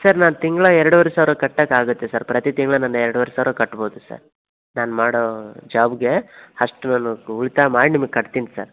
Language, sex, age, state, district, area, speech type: Kannada, male, 18-30, Karnataka, Koppal, rural, conversation